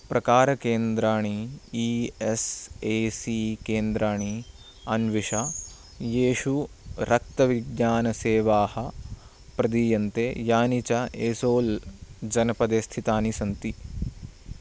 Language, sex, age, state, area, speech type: Sanskrit, male, 18-30, Haryana, rural, read